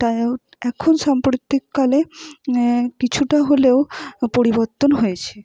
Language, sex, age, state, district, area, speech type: Bengali, female, 45-60, West Bengal, Purba Bardhaman, rural, spontaneous